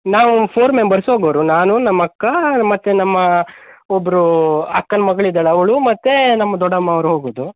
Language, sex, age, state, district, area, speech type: Kannada, male, 30-45, Karnataka, Uttara Kannada, rural, conversation